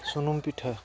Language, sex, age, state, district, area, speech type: Santali, male, 18-30, West Bengal, Dakshin Dinajpur, rural, spontaneous